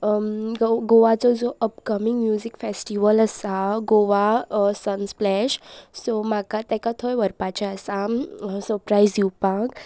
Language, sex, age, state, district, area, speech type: Goan Konkani, female, 18-30, Goa, Pernem, rural, spontaneous